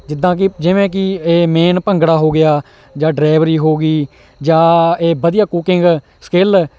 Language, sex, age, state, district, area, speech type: Punjabi, male, 18-30, Punjab, Hoshiarpur, rural, spontaneous